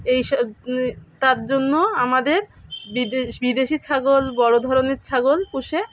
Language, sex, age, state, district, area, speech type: Bengali, female, 30-45, West Bengal, Dakshin Dinajpur, urban, spontaneous